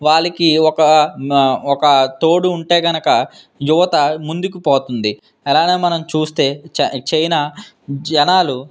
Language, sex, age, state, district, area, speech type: Telugu, male, 18-30, Andhra Pradesh, Vizianagaram, urban, spontaneous